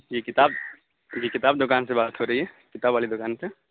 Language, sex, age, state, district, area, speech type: Urdu, male, 18-30, Bihar, Saharsa, rural, conversation